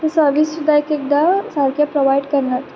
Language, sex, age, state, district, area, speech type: Goan Konkani, female, 18-30, Goa, Quepem, rural, spontaneous